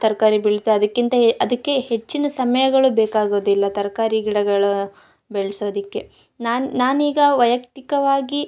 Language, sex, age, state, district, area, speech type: Kannada, female, 18-30, Karnataka, Chikkamagaluru, rural, spontaneous